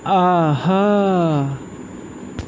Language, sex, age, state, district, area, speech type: Kashmiri, male, 30-45, Jammu and Kashmir, Kupwara, urban, read